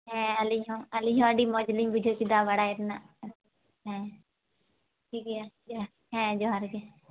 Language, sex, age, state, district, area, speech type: Santali, female, 18-30, West Bengal, Jhargram, rural, conversation